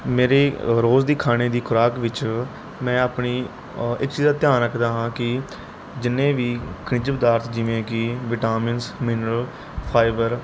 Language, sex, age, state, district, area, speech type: Punjabi, male, 18-30, Punjab, Mohali, rural, spontaneous